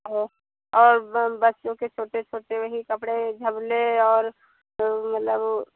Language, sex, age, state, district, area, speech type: Hindi, female, 45-60, Uttar Pradesh, Hardoi, rural, conversation